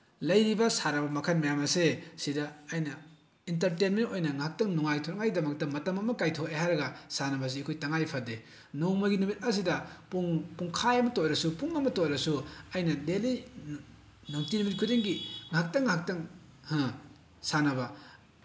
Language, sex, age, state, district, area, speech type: Manipuri, male, 18-30, Manipur, Bishnupur, rural, spontaneous